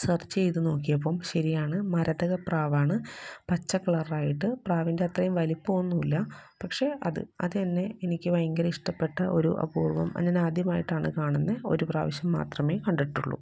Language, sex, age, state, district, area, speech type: Malayalam, female, 30-45, Kerala, Ernakulam, rural, spontaneous